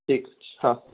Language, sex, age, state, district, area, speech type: Bengali, male, 60+, West Bengal, Paschim Bardhaman, rural, conversation